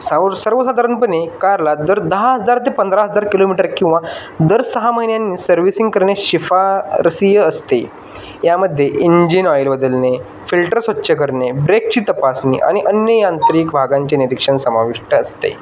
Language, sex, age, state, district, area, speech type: Marathi, male, 18-30, Maharashtra, Sangli, urban, spontaneous